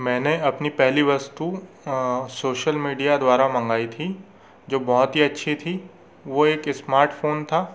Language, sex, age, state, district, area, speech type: Hindi, male, 18-30, Madhya Pradesh, Bhopal, urban, spontaneous